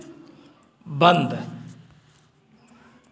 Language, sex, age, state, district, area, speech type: Hindi, male, 60+, Uttar Pradesh, Bhadohi, urban, read